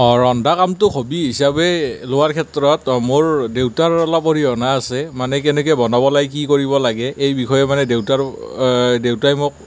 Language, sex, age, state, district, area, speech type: Assamese, male, 18-30, Assam, Nalbari, rural, spontaneous